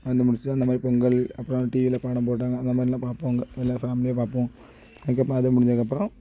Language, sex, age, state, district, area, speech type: Tamil, male, 30-45, Tamil Nadu, Thoothukudi, rural, spontaneous